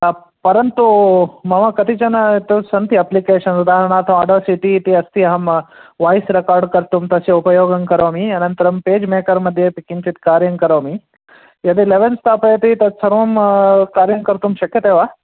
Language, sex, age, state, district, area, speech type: Sanskrit, male, 45-60, Karnataka, Bangalore Urban, urban, conversation